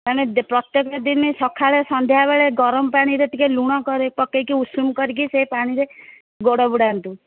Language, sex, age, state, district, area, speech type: Odia, female, 45-60, Odisha, Angul, rural, conversation